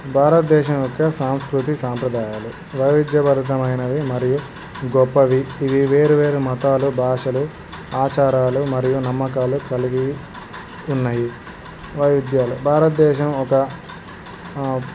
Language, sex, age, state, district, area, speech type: Telugu, male, 18-30, Andhra Pradesh, Krishna, urban, spontaneous